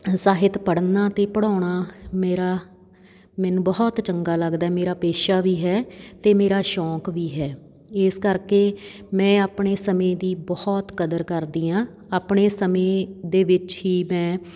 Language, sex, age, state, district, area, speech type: Punjabi, female, 30-45, Punjab, Patiala, rural, spontaneous